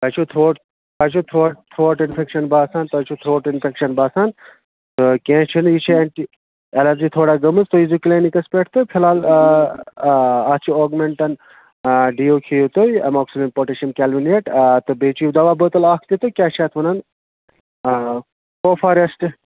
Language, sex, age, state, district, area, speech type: Kashmiri, male, 30-45, Jammu and Kashmir, Budgam, rural, conversation